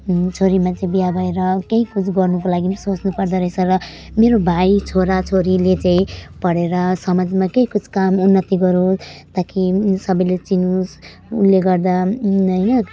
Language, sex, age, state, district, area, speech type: Nepali, female, 30-45, West Bengal, Jalpaiguri, rural, spontaneous